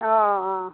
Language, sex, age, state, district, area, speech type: Assamese, female, 60+, Assam, Majuli, urban, conversation